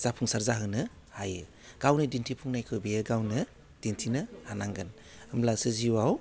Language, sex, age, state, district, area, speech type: Bodo, male, 30-45, Assam, Udalguri, rural, spontaneous